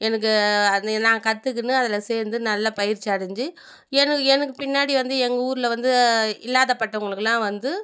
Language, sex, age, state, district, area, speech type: Tamil, female, 30-45, Tamil Nadu, Viluppuram, rural, spontaneous